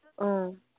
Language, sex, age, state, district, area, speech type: Manipuri, female, 45-60, Manipur, Kangpokpi, rural, conversation